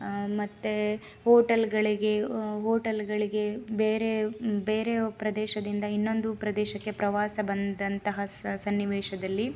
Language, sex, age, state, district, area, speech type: Kannada, female, 30-45, Karnataka, Shimoga, rural, spontaneous